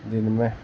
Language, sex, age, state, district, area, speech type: Urdu, male, 45-60, Uttar Pradesh, Muzaffarnagar, urban, spontaneous